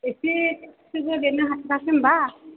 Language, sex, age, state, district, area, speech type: Bodo, female, 18-30, Assam, Chirang, rural, conversation